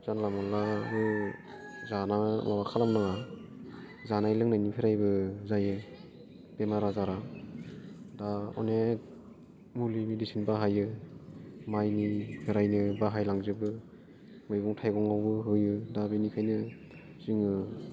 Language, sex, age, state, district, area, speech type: Bodo, male, 45-60, Assam, Udalguri, rural, spontaneous